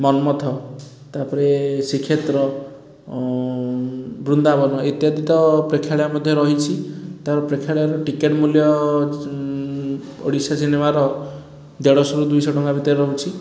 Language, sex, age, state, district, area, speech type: Odia, male, 30-45, Odisha, Puri, urban, spontaneous